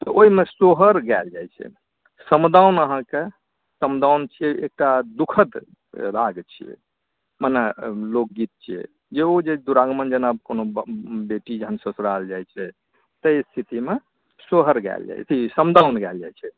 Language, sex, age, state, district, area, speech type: Maithili, male, 45-60, Bihar, Supaul, urban, conversation